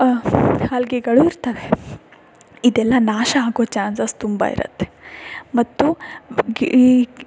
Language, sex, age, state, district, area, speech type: Kannada, female, 18-30, Karnataka, Tumkur, rural, spontaneous